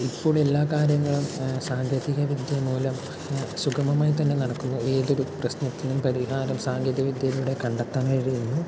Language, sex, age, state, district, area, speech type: Malayalam, male, 18-30, Kerala, Palakkad, rural, spontaneous